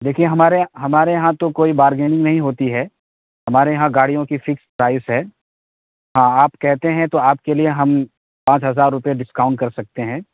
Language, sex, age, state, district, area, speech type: Urdu, male, 18-30, Bihar, Purnia, rural, conversation